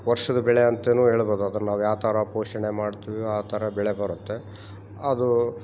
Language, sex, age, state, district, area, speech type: Kannada, male, 45-60, Karnataka, Bellary, rural, spontaneous